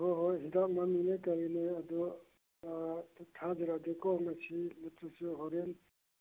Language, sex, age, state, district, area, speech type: Manipuri, male, 60+, Manipur, Churachandpur, urban, conversation